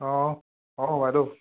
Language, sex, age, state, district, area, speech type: Assamese, male, 45-60, Assam, Charaideo, rural, conversation